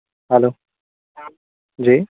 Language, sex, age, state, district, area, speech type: Hindi, male, 60+, Madhya Pradesh, Bhopal, urban, conversation